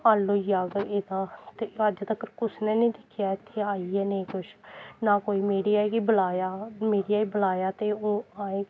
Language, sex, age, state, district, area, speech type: Dogri, female, 18-30, Jammu and Kashmir, Samba, rural, spontaneous